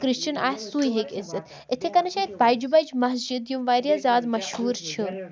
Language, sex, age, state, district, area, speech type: Kashmiri, female, 18-30, Jammu and Kashmir, Baramulla, rural, spontaneous